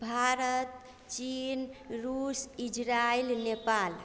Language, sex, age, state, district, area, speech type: Hindi, female, 30-45, Bihar, Vaishali, urban, spontaneous